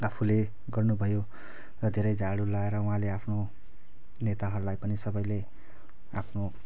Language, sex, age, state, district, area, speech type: Nepali, male, 30-45, West Bengal, Kalimpong, rural, spontaneous